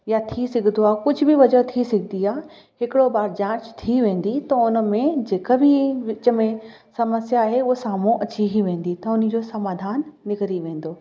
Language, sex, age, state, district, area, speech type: Sindhi, female, 30-45, Uttar Pradesh, Lucknow, urban, spontaneous